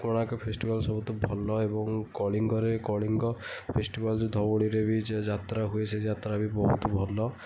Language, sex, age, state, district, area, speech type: Odia, male, 45-60, Odisha, Kendujhar, urban, spontaneous